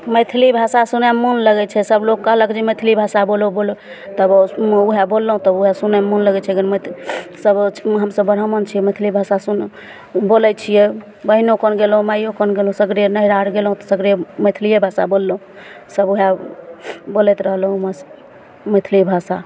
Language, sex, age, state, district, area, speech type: Maithili, female, 60+, Bihar, Begusarai, urban, spontaneous